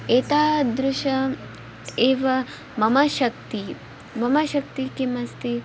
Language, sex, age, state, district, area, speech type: Sanskrit, female, 18-30, Karnataka, Vijayanagara, urban, spontaneous